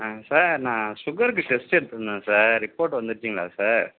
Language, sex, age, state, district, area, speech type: Tamil, male, 45-60, Tamil Nadu, Sivaganga, rural, conversation